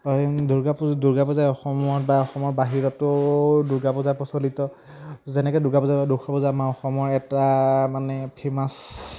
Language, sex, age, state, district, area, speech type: Assamese, male, 18-30, Assam, Majuli, urban, spontaneous